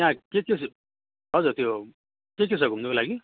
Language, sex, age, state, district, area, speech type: Nepali, male, 30-45, West Bengal, Darjeeling, rural, conversation